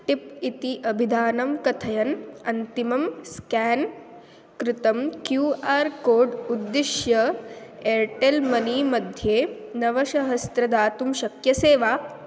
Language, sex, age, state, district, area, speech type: Sanskrit, female, 18-30, Andhra Pradesh, Eluru, rural, read